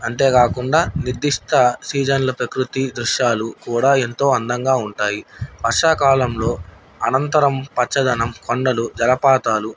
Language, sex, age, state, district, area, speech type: Telugu, male, 30-45, Andhra Pradesh, Nandyal, urban, spontaneous